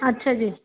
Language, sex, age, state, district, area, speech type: Punjabi, female, 18-30, Punjab, Faridkot, urban, conversation